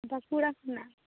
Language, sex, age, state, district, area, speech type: Santali, female, 18-30, West Bengal, Bankura, rural, conversation